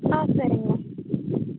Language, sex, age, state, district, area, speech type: Tamil, female, 18-30, Tamil Nadu, Tiruvarur, urban, conversation